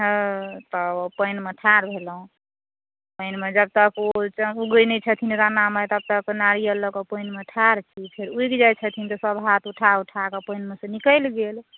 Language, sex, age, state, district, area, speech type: Maithili, female, 45-60, Bihar, Madhubani, rural, conversation